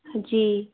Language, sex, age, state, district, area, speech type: Hindi, female, 45-60, Uttar Pradesh, Mau, urban, conversation